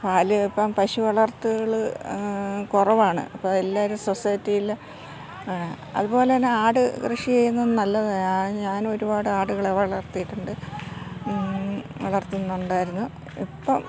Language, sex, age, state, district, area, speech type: Malayalam, female, 60+, Kerala, Thiruvananthapuram, urban, spontaneous